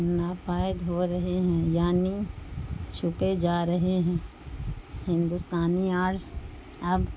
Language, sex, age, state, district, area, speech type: Urdu, female, 45-60, Bihar, Gaya, urban, spontaneous